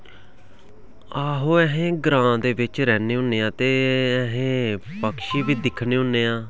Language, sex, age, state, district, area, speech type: Dogri, male, 30-45, Jammu and Kashmir, Samba, urban, spontaneous